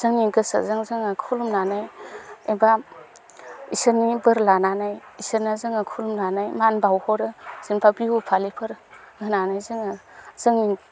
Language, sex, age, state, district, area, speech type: Bodo, female, 18-30, Assam, Baksa, rural, spontaneous